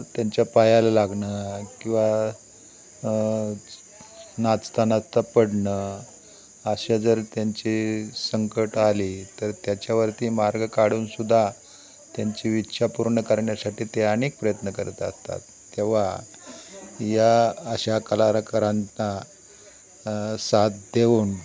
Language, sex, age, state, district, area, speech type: Marathi, male, 60+, Maharashtra, Satara, rural, spontaneous